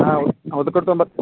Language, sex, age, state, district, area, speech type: Kannada, male, 30-45, Karnataka, Belgaum, rural, conversation